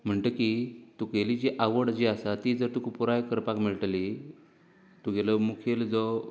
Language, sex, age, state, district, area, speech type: Goan Konkani, male, 30-45, Goa, Canacona, rural, spontaneous